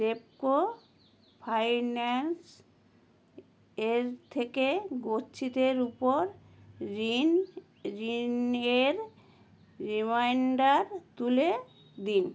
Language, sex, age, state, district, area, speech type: Bengali, female, 60+, West Bengal, Howrah, urban, read